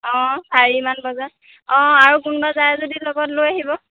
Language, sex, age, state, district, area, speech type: Assamese, female, 30-45, Assam, Morigaon, rural, conversation